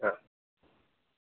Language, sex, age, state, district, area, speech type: Gujarati, male, 30-45, Gujarat, Aravalli, urban, conversation